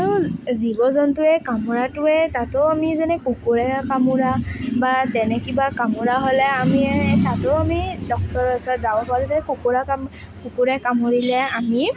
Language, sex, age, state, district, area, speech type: Assamese, female, 18-30, Assam, Kamrup Metropolitan, rural, spontaneous